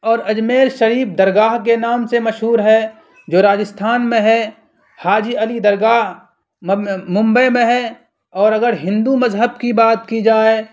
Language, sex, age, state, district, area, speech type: Urdu, male, 18-30, Bihar, Purnia, rural, spontaneous